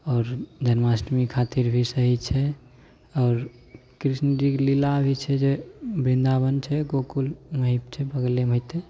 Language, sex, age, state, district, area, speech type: Maithili, male, 18-30, Bihar, Begusarai, urban, spontaneous